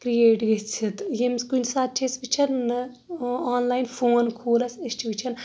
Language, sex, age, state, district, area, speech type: Kashmiri, female, 30-45, Jammu and Kashmir, Shopian, rural, spontaneous